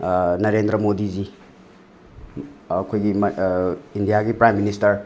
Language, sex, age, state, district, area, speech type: Manipuri, male, 45-60, Manipur, Imphal West, rural, spontaneous